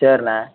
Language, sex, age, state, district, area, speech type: Tamil, male, 18-30, Tamil Nadu, Thoothukudi, rural, conversation